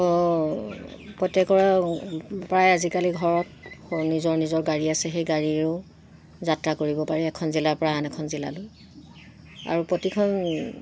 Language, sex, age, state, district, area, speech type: Assamese, female, 60+, Assam, Golaghat, rural, spontaneous